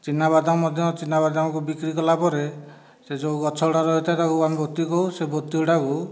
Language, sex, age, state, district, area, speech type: Odia, male, 60+, Odisha, Dhenkanal, rural, spontaneous